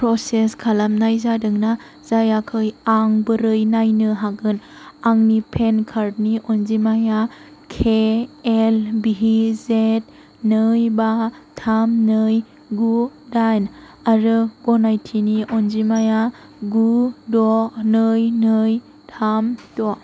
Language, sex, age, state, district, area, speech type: Bodo, female, 18-30, Assam, Kokrajhar, rural, read